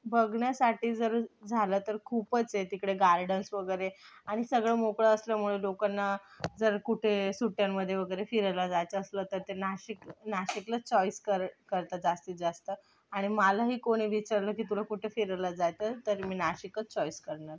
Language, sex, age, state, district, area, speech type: Marathi, female, 18-30, Maharashtra, Thane, urban, spontaneous